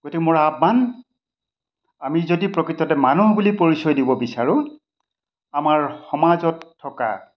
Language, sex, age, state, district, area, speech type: Assamese, male, 60+, Assam, Majuli, urban, spontaneous